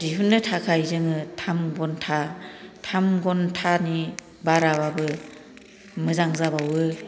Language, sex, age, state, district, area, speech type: Bodo, female, 45-60, Assam, Kokrajhar, rural, spontaneous